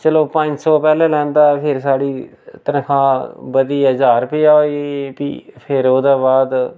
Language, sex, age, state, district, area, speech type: Dogri, male, 30-45, Jammu and Kashmir, Reasi, rural, spontaneous